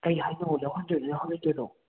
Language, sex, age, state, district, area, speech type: Manipuri, other, 30-45, Manipur, Imphal West, urban, conversation